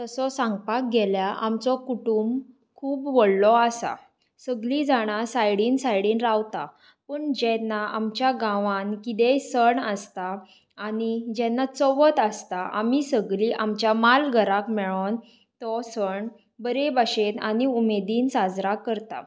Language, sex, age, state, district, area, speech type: Goan Konkani, female, 18-30, Goa, Tiswadi, rural, spontaneous